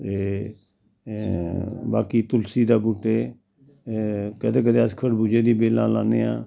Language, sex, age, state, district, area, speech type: Dogri, male, 60+, Jammu and Kashmir, Samba, rural, spontaneous